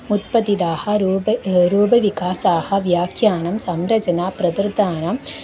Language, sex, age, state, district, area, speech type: Sanskrit, female, 18-30, Kerala, Malappuram, urban, spontaneous